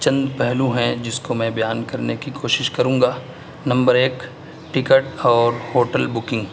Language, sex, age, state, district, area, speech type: Urdu, male, 18-30, Uttar Pradesh, Saharanpur, urban, spontaneous